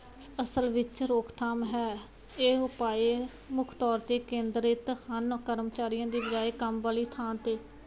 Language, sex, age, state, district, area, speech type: Punjabi, female, 30-45, Punjab, Muktsar, urban, spontaneous